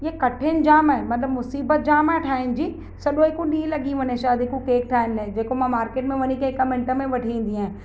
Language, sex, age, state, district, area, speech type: Sindhi, female, 30-45, Maharashtra, Mumbai Suburban, urban, spontaneous